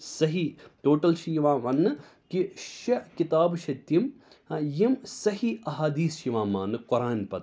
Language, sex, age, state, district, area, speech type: Kashmiri, male, 30-45, Jammu and Kashmir, Srinagar, urban, spontaneous